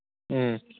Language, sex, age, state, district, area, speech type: Manipuri, male, 18-30, Manipur, Kangpokpi, urban, conversation